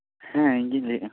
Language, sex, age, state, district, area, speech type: Santali, male, 18-30, West Bengal, Bankura, rural, conversation